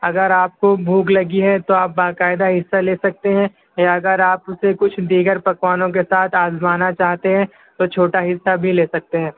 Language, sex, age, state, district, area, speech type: Urdu, male, 60+, Maharashtra, Nashik, urban, conversation